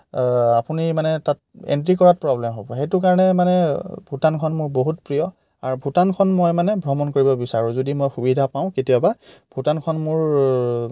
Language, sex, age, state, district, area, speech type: Assamese, male, 30-45, Assam, Biswanath, rural, spontaneous